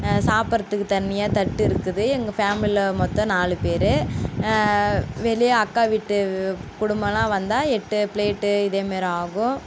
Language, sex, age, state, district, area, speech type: Tamil, female, 18-30, Tamil Nadu, Kallakurichi, urban, spontaneous